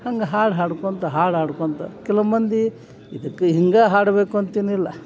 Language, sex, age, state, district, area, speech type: Kannada, male, 60+, Karnataka, Dharwad, urban, spontaneous